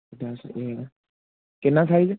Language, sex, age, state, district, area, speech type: Punjabi, male, 18-30, Punjab, Gurdaspur, urban, conversation